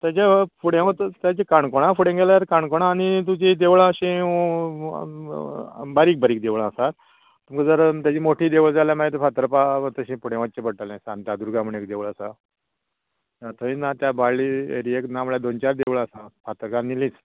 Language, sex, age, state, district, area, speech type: Goan Konkani, male, 60+, Goa, Canacona, rural, conversation